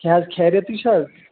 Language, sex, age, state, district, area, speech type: Kashmiri, male, 18-30, Jammu and Kashmir, Shopian, rural, conversation